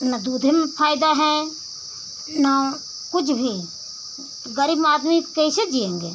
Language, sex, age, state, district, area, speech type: Hindi, female, 60+, Uttar Pradesh, Pratapgarh, rural, spontaneous